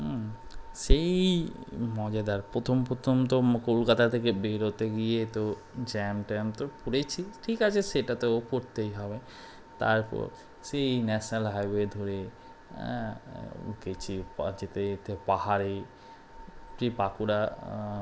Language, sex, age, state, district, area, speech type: Bengali, male, 18-30, West Bengal, Malda, urban, spontaneous